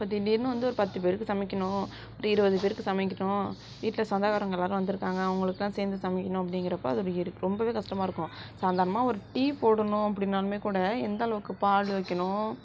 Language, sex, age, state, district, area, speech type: Tamil, female, 60+, Tamil Nadu, Sivaganga, rural, spontaneous